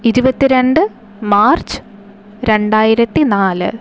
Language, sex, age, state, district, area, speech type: Malayalam, female, 18-30, Kerala, Thiruvananthapuram, urban, spontaneous